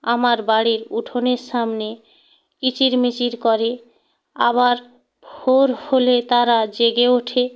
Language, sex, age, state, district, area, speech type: Bengali, female, 45-60, West Bengal, Hooghly, rural, spontaneous